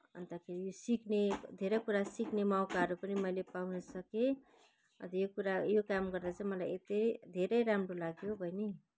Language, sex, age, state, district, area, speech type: Nepali, female, 45-60, West Bengal, Kalimpong, rural, spontaneous